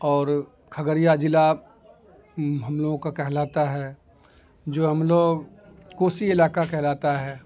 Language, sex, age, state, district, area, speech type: Urdu, male, 45-60, Bihar, Khagaria, rural, spontaneous